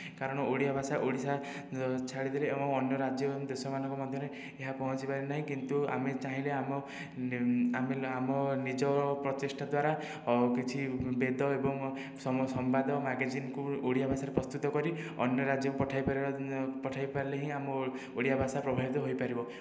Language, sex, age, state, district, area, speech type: Odia, male, 18-30, Odisha, Khordha, rural, spontaneous